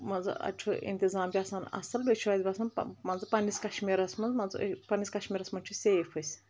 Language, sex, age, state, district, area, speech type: Kashmiri, female, 30-45, Jammu and Kashmir, Anantnag, rural, spontaneous